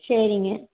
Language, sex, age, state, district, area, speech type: Tamil, female, 18-30, Tamil Nadu, Tiruppur, rural, conversation